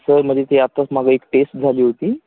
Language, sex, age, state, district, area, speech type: Marathi, male, 18-30, Maharashtra, Gadchiroli, rural, conversation